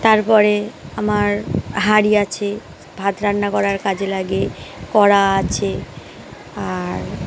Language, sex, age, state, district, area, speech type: Bengali, female, 30-45, West Bengal, Uttar Dinajpur, urban, spontaneous